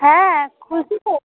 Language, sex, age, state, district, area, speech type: Bengali, female, 18-30, West Bengal, Alipurduar, rural, conversation